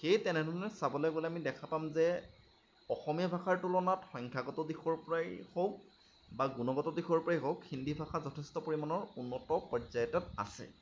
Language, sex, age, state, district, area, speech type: Assamese, male, 30-45, Assam, Lakhimpur, rural, spontaneous